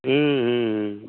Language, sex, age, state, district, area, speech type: Bengali, male, 60+, West Bengal, Hooghly, rural, conversation